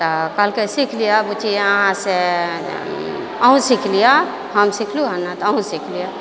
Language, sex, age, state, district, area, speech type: Maithili, female, 45-60, Bihar, Purnia, rural, spontaneous